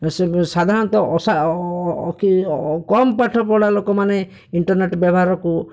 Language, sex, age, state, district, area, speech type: Odia, male, 45-60, Odisha, Bhadrak, rural, spontaneous